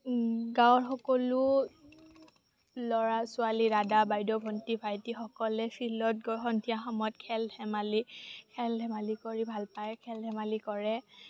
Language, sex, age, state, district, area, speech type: Assamese, female, 18-30, Assam, Kamrup Metropolitan, rural, spontaneous